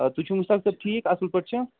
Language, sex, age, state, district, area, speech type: Kashmiri, male, 30-45, Jammu and Kashmir, Srinagar, urban, conversation